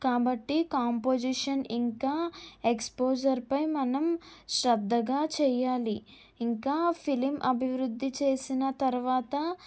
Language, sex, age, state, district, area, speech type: Telugu, female, 18-30, Andhra Pradesh, N T Rama Rao, urban, spontaneous